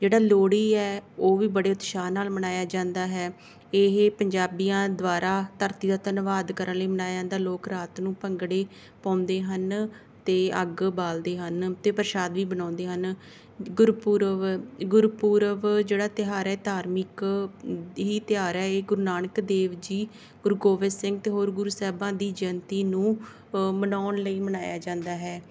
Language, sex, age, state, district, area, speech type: Punjabi, female, 18-30, Punjab, Bathinda, rural, spontaneous